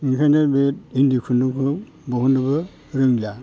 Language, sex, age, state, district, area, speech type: Bodo, male, 60+, Assam, Chirang, rural, spontaneous